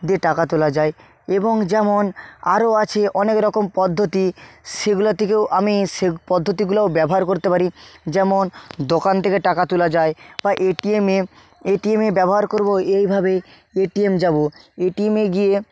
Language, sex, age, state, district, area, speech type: Bengali, male, 60+, West Bengal, Purba Medinipur, rural, spontaneous